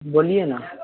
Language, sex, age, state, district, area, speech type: Hindi, male, 18-30, Bihar, Vaishali, urban, conversation